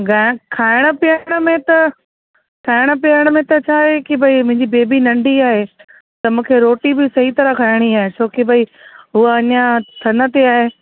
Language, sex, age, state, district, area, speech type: Sindhi, female, 30-45, Gujarat, Kutch, rural, conversation